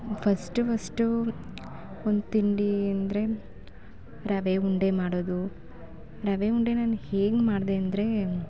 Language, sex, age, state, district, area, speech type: Kannada, female, 18-30, Karnataka, Mandya, rural, spontaneous